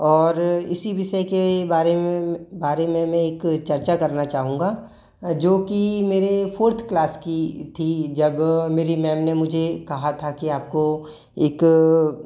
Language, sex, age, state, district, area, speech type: Hindi, male, 18-30, Madhya Pradesh, Bhopal, urban, spontaneous